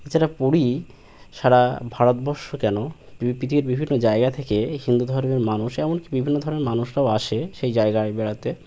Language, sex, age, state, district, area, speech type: Bengali, male, 18-30, West Bengal, Birbhum, urban, spontaneous